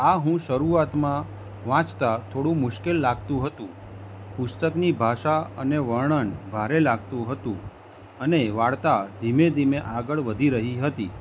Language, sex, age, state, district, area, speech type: Gujarati, male, 30-45, Gujarat, Kheda, urban, spontaneous